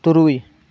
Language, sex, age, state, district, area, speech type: Santali, male, 18-30, Jharkhand, Seraikela Kharsawan, rural, read